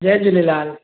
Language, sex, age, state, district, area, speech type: Sindhi, female, 30-45, Gujarat, Surat, urban, conversation